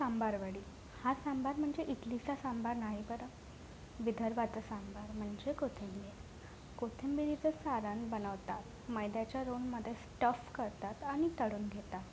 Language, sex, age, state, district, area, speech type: Marathi, female, 18-30, Maharashtra, Washim, rural, spontaneous